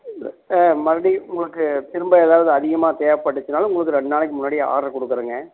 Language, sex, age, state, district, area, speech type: Tamil, male, 60+, Tamil Nadu, Erode, rural, conversation